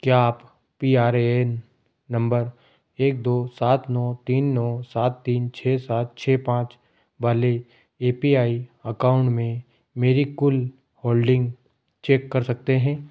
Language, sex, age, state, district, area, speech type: Hindi, male, 18-30, Madhya Pradesh, Ujjain, rural, read